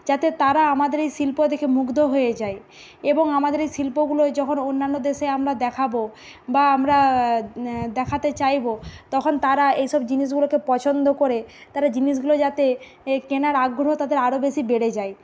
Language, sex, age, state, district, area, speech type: Bengali, female, 45-60, West Bengal, Bankura, urban, spontaneous